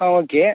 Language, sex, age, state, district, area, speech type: Tamil, male, 18-30, Tamil Nadu, Cuddalore, rural, conversation